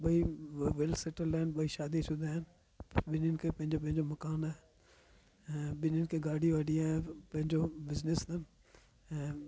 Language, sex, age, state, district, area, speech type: Sindhi, male, 60+, Delhi, South Delhi, urban, spontaneous